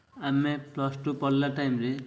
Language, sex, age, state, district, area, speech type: Odia, male, 18-30, Odisha, Ganjam, urban, spontaneous